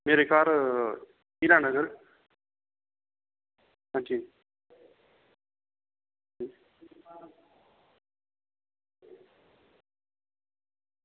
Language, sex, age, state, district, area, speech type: Dogri, male, 30-45, Jammu and Kashmir, Kathua, rural, conversation